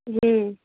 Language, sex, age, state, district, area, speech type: Marathi, female, 18-30, Maharashtra, Amravati, urban, conversation